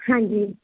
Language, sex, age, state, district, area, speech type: Punjabi, female, 30-45, Punjab, Firozpur, rural, conversation